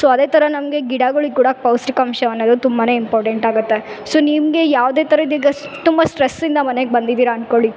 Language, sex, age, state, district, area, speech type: Kannada, female, 18-30, Karnataka, Bellary, urban, spontaneous